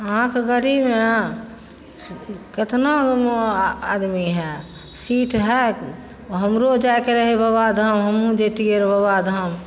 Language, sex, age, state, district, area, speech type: Maithili, female, 60+, Bihar, Begusarai, urban, spontaneous